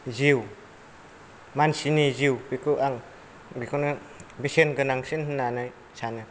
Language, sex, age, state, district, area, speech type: Bodo, male, 45-60, Assam, Kokrajhar, rural, spontaneous